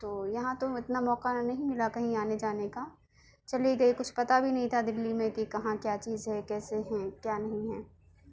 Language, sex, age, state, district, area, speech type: Urdu, female, 18-30, Delhi, South Delhi, urban, spontaneous